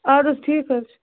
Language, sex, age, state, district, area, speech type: Kashmiri, female, 30-45, Jammu and Kashmir, Baramulla, rural, conversation